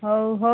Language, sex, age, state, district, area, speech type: Odia, female, 30-45, Odisha, Sambalpur, rural, conversation